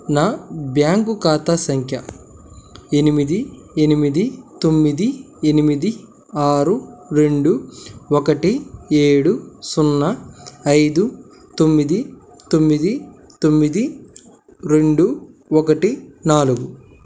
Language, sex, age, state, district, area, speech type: Telugu, male, 18-30, Andhra Pradesh, Krishna, rural, read